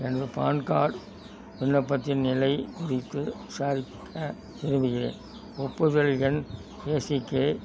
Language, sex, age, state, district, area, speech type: Tamil, male, 60+, Tamil Nadu, Thanjavur, rural, read